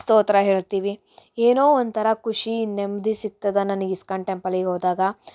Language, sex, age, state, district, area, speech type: Kannada, female, 18-30, Karnataka, Gulbarga, urban, spontaneous